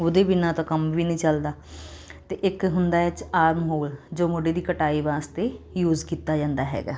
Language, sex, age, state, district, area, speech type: Punjabi, female, 30-45, Punjab, Muktsar, urban, spontaneous